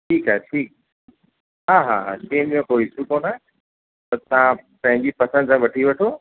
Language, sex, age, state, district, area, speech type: Sindhi, male, 45-60, Uttar Pradesh, Lucknow, rural, conversation